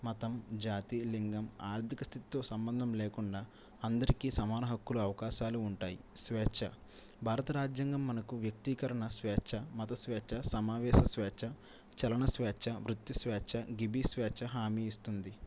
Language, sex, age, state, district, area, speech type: Telugu, male, 30-45, Andhra Pradesh, East Godavari, rural, spontaneous